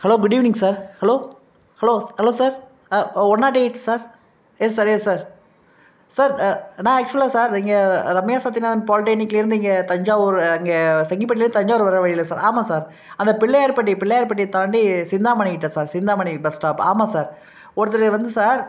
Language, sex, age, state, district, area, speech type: Tamil, male, 45-60, Tamil Nadu, Thanjavur, rural, spontaneous